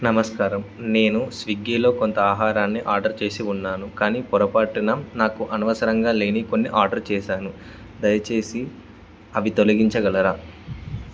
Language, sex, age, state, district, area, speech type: Telugu, male, 18-30, Telangana, Karimnagar, rural, spontaneous